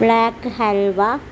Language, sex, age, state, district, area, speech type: Malayalam, female, 30-45, Kerala, Kozhikode, rural, spontaneous